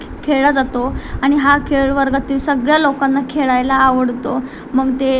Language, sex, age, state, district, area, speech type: Marathi, female, 18-30, Maharashtra, Ratnagiri, urban, spontaneous